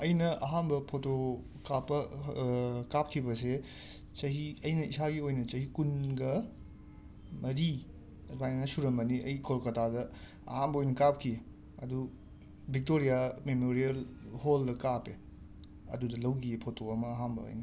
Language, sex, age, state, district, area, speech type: Manipuri, male, 30-45, Manipur, Imphal West, urban, spontaneous